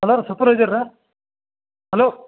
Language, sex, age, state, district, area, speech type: Kannada, male, 45-60, Karnataka, Belgaum, rural, conversation